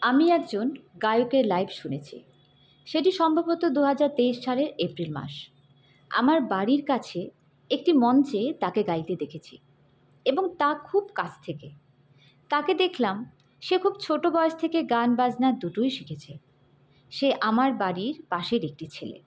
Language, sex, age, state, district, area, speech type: Bengali, female, 18-30, West Bengal, Hooghly, urban, spontaneous